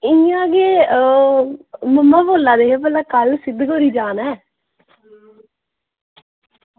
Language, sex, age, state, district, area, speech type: Dogri, female, 18-30, Jammu and Kashmir, Samba, rural, conversation